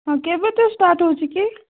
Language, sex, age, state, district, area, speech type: Odia, female, 18-30, Odisha, Kalahandi, rural, conversation